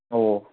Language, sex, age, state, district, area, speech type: Gujarati, male, 18-30, Gujarat, Kutch, rural, conversation